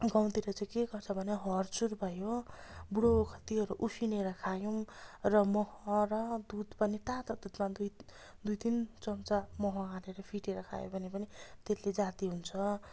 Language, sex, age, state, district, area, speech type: Nepali, female, 30-45, West Bengal, Darjeeling, rural, spontaneous